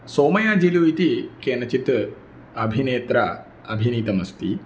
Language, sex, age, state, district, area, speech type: Sanskrit, male, 30-45, Tamil Nadu, Tirunelveli, rural, spontaneous